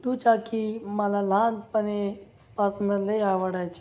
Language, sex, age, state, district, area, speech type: Marathi, male, 18-30, Maharashtra, Ahmednagar, rural, spontaneous